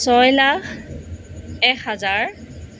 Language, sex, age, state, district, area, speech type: Assamese, female, 18-30, Assam, Jorhat, urban, spontaneous